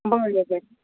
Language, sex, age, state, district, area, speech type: Goan Konkani, female, 30-45, Goa, Tiswadi, rural, conversation